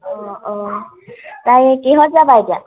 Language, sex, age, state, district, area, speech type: Assamese, female, 18-30, Assam, Lakhimpur, rural, conversation